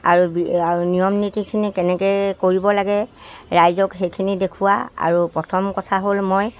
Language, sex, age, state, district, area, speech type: Assamese, male, 60+, Assam, Dibrugarh, rural, spontaneous